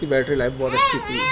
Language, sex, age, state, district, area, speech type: Urdu, male, 18-30, Maharashtra, Nashik, urban, spontaneous